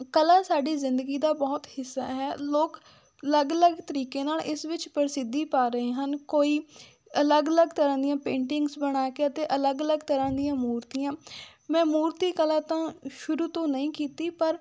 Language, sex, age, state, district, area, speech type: Punjabi, female, 18-30, Punjab, Fatehgarh Sahib, rural, spontaneous